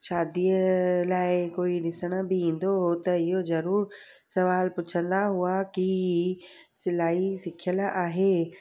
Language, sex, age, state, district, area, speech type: Sindhi, female, 30-45, Gujarat, Surat, urban, spontaneous